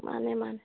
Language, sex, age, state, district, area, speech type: Manipuri, female, 45-60, Manipur, Churachandpur, urban, conversation